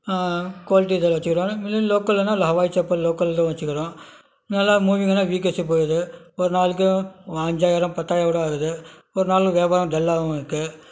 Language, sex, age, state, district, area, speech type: Tamil, male, 30-45, Tamil Nadu, Krishnagiri, rural, spontaneous